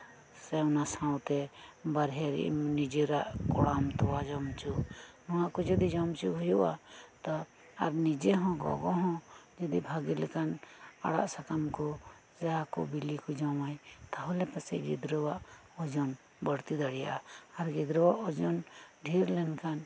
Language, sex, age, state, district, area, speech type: Santali, female, 45-60, West Bengal, Birbhum, rural, spontaneous